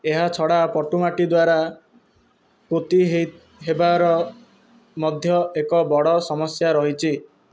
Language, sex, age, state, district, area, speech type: Odia, male, 18-30, Odisha, Ganjam, urban, read